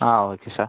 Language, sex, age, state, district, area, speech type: Tamil, male, 18-30, Tamil Nadu, Pudukkottai, rural, conversation